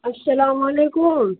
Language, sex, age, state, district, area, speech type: Urdu, female, 45-60, Bihar, Khagaria, rural, conversation